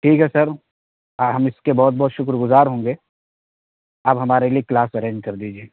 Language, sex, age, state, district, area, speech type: Urdu, male, 18-30, Bihar, Purnia, rural, conversation